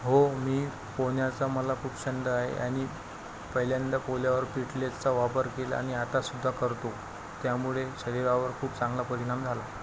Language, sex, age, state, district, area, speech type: Marathi, male, 18-30, Maharashtra, Washim, rural, spontaneous